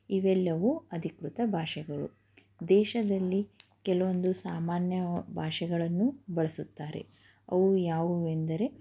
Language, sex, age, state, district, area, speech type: Kannada, female, 30-45, Karnataka, Chikkaballapur, rural, spontaneous